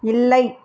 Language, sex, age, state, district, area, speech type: Tamil, female, 30-45, Tamil Nadu, Ranipet, urban, read